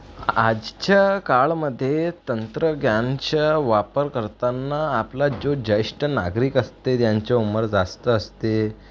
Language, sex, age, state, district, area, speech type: Marathi, male, 18-30, Maharashtra, Akola, rural, spontaneous